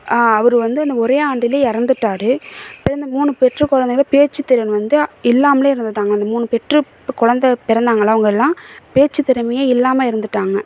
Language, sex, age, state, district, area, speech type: Tamil, female, 18-30, Tamil Nadu, Thanjavur, urban, spontaneous